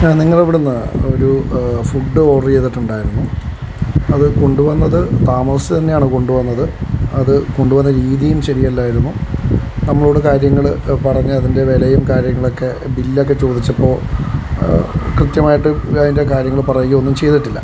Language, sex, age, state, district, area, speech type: Malayalam, male, 30-45, Kerala, Alappuzha, rural, spontaneous